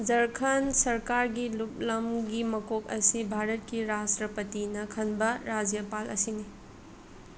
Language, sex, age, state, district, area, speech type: Manipuri, female, 30-45, Manipur, Imphal West, urban, read